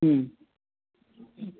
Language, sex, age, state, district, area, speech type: Malayalam, female, 45-60, Kerala, Kannur, rural, conversation